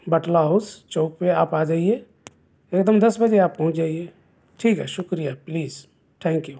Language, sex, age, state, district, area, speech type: Urdu, male, 30-45, Bihar, East Champaran, rural, spontaneous